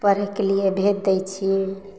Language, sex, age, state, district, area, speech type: Maithili, female, 18-30, Bihar, Samastipur, rural, spontaneous